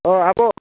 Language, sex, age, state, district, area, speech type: Bodo, male, 18-30, Assam, Kokrajhar, rural, conversation